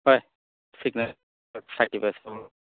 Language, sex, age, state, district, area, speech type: Assamese, male, 45-60, Assam, Goalpara, rural, conversation